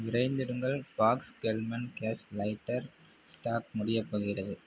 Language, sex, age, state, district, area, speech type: Tamil, male, 30-45, Tamil Nadu, Mayiladuthurai, urban, read